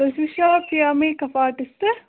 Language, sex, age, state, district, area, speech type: Kashmiri, female, 30-45, Jammu and Kashmir, Budgam, rural, conversation